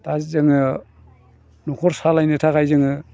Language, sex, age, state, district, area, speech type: Bodo, male, 60+, Assam, Chirang, rural, spontaneous